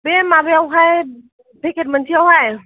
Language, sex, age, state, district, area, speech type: Bodo, female, 45-60, Assam, Kokrajhar, urban, conversation